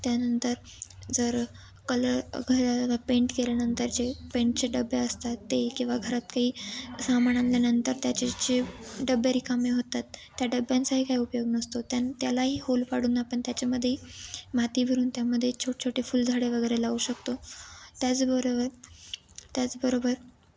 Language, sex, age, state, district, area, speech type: Marathi, female, 18-30, Maharashtra, Ahmednagar, urban, spontaneous